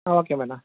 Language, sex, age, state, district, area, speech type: Tamil, male, 45-60, Tamil Nadu, Tiruvannamalai, rural, conversation